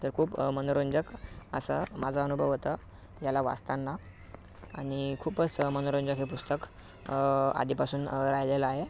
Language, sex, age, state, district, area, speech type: Marathi, male, 18-30, Maharashtra, Thane, urban, spontaneous